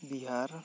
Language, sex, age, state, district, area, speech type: Santali, male, 18-30, West Bengal, Bankura, rural, spontaneous